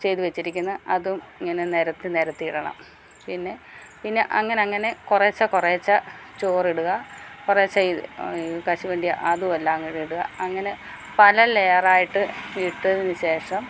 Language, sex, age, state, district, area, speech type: Malayalam, female, 60+, Kerala, Alappuzha, rural, spontaneous